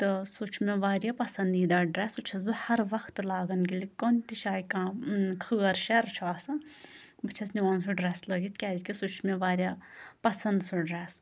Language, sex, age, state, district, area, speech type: Kashmiri, female, 30-45, Jammu and Kashmir, Shopian, rural, spontaneous